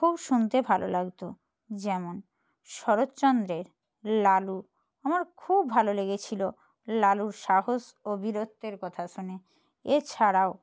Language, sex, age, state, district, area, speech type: Bengali, female, 45-60, West Bengal, Nadia, rural, spontaneous